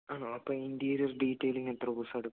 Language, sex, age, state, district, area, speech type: Malayalam, male, 18-30, Kerala, Idukki, rural, conversation